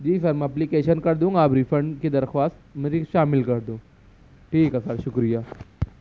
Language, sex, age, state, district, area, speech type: Urdu, male, 18-30, Maharashtra, Nashik, rural, spontaneous